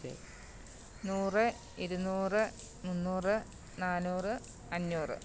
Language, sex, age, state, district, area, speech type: Malayalam, female, 30-45, Kerala, Kottayam, rural, spontaneous